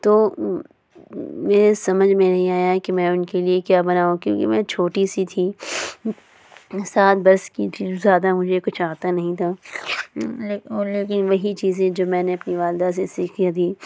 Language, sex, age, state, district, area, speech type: Urdu, female, 60+, Uttar Pradesh, Lucknow, urban, spontaneous